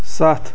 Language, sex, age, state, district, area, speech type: Kashmiri, male, 18-30, Jammu and Kashmir, Pulwama, rural, read